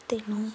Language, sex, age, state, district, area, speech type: Odia, female, 18-30, Odisha, Balangir, urban, spontaneous